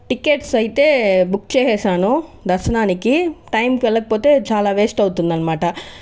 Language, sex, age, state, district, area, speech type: Telugu, female, 18-30, Andhra Pradesh, Annamaya, urban, spontaneous